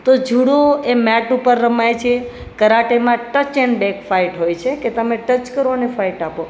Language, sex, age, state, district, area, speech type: Gujarati, female, 30-45, Gujarat, Rajkot, urban, spontaneous